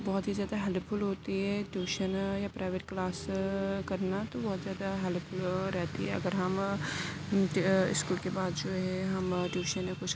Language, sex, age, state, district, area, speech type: Urdu, female, 18-30, Uttar Pradesh, Aligarh, urban, spontaneous